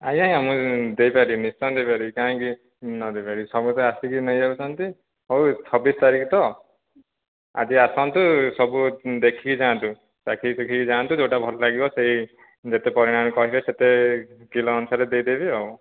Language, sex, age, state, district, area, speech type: Odia, male, 30-45, Odisha, Jajpur, rural, conversation